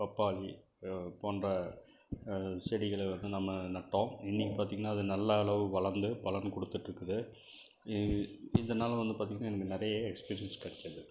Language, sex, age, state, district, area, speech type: Tamil, male, 45-60, Tamil Nadu, Krishnagiri, rural, spontaneous